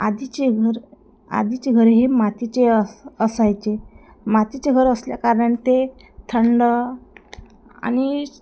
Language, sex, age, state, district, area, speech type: Marathi, female, 30-45, Maharashtra, Thane, urban, spontaneous